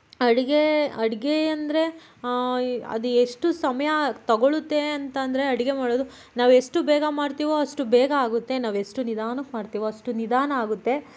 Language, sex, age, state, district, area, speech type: Kannada, female, 18-30, Karnataka, Tumkur, rural, spontaneous